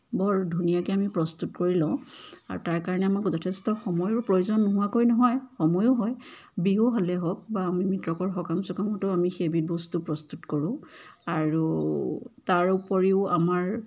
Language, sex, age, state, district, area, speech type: Assamese, female, 30-45, Assam, Charaideo, urban, spontaneous